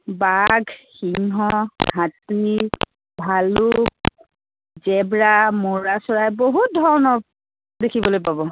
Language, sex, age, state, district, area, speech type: Assamese, female, 45-60, Assam, Biswanath, rural, conversation